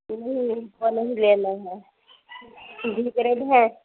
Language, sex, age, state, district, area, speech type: Urdu, female, 45-60, Bihar, Khagaria, rural, conversation